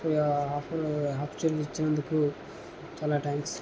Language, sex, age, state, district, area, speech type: Telugu, male, 60+, Andhra Pradesh, Vizianagaram, rural, spontaneous